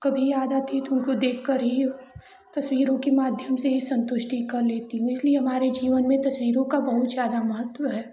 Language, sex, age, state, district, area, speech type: Hindi, female, 18-30, Uttar Pradesh, Chandauli, rural, spontaneous